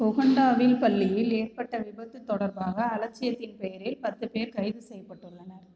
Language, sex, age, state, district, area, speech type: Tamil, female, 45-60, Tamil Nadu, Cuddalore, rural, read